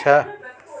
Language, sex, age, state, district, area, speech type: Sindhi, male, 30-45, Delhi, South Delhi, urban, read